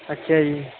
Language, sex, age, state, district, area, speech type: Punjabi, male, 18-30, Punjab, Mohali, rural, conversation